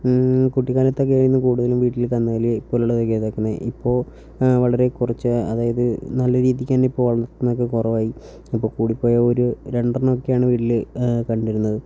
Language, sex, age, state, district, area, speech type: Malayalam, male, 18-30, Kerala, Wayanad, rural, spontaneous